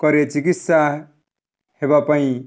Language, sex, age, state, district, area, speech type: Odia, male, 30-45, Odisha, Nuapada, urban, spontaneous